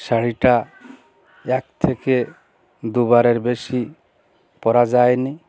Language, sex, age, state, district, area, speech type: Bengali, male, 60+, West Bengal, Bankura, urban, spontaneous